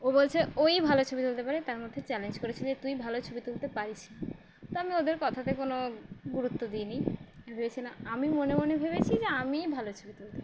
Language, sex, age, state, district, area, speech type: Bengali, female, 18-30, West Bengal, Uttar Dinajpur, urban, spontaneous